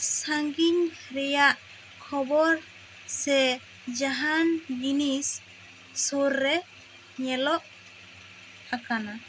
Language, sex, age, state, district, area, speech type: Santali, female, 18-30, West Bengal, Bankura, rural, spontaneous